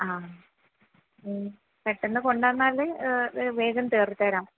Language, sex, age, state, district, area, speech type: Malayalam, female, 30-45, Kerala, Kannur, urban, conversation